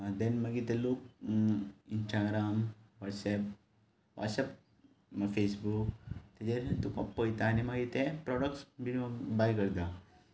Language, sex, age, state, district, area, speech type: Goan Konkani, male, 18-30, Goa, Ponda, rural, spontaneous